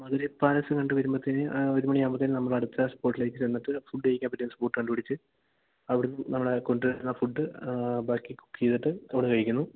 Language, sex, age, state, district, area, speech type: Malayalam, male, 18-30, Kerala, Idukki, rural, conversation